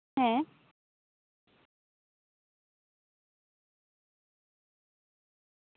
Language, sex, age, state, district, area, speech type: Santali, female, 18-30, West Bengal, Bankura, rural, conversation